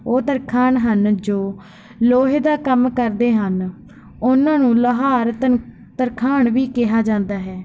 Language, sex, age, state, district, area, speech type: Punjabi, female, 18-30, Punjab, Barnala, rural, spontaneous